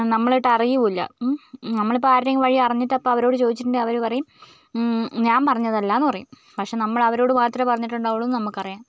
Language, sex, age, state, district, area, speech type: Malayalam, female, 18-30, Kerala, Wayanad, rural, spontaneous